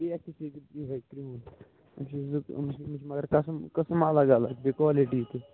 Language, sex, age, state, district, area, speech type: Kashmiri, male, 18-30, Jammu and Kashmir, Kupwara, rural, conversation